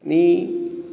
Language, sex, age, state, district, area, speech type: Marathi, male, 45-60, Maharashtra, Ahmednagar, urban, spontaneous